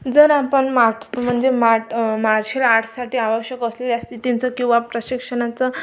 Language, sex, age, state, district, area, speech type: Marathi, female, 18-30, Maharashtra, Amravati, urban, spontaneous